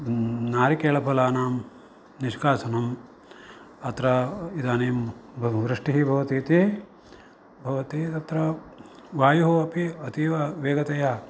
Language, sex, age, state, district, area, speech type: Sanskrit, male, 60+, Karnataka, Uttara Kannada, rural, spontaneous